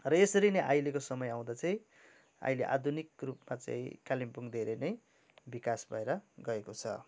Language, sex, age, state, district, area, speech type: Nepali, male, 30-45, West Bengal, Kalimpong, rural, spontaneous